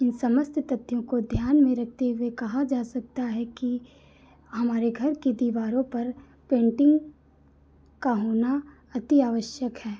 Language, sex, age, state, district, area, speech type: Hindi, female, 30-45, Uttar Pradesh, Lucknow, rural, spontaneous